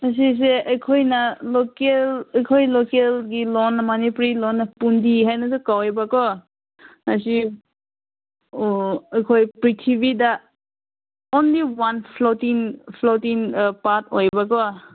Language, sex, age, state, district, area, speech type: Manipuri, female, 30-45, Manipur, Senapati, rural, conversation